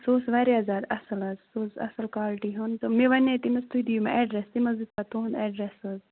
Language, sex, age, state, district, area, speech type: Kashmiri, female, 18-30, Jammu and Kashmir, Kupwara, rural, conversation